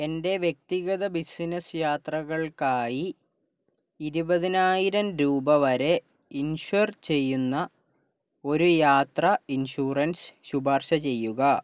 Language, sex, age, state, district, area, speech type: Malayalam, male, 45-60, Kerala, Kozhikode, urban, read